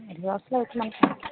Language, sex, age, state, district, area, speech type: Telugu, female, 18-30, Telangana, Mancherial, rural, conversation